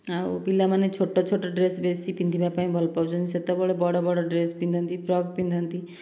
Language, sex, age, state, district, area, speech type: Odia, female, 60+, Odisha, Dhenkanal, rural, spontaneous